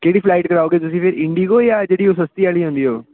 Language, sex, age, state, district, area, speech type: Punjabi, male, 18-30, Punjab, Ludhiana, rural, conversation